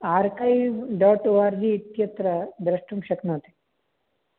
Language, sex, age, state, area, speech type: Sanskrit, male, 18-30, Delhi, urban, conversation